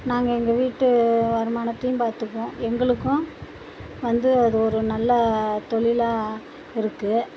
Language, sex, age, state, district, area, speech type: Tamil, female, 60+, Tamil Nadu, Tiruchirappalli, rural, spontaneous